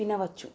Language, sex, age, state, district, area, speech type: Telugu, female, 30-45, Telangana, Nagarkurnool, urban, spontaneous